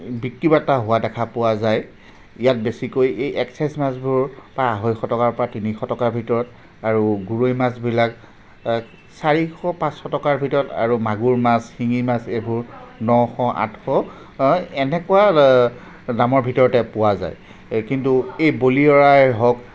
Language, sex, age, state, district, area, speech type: Assamese, male, 45-60, Assam, Jorhat, urban, spontaneous